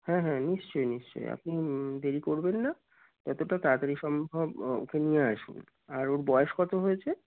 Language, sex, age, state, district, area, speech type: Bengali, male, 30-45, West Bengal, Darjeeling, urban, conversation